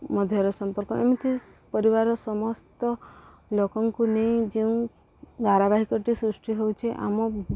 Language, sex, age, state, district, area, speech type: Odia, female, 45-60, Odisha, Subarnapur, urban, spontaneous